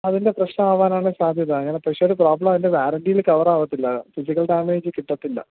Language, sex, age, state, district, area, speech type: Malayalam, male, 30-45, Kerala, Thiruvananthapuram, urban, conversation